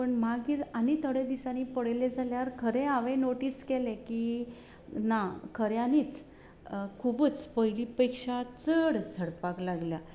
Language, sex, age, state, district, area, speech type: Goan Konkani, female, 30-45, Goa, Quepem, rural, spontaneous